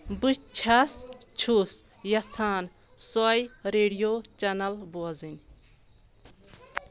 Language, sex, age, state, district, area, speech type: Kashmiri, female, 30-45, Jammu and Kashmir, Anantnag, rural, read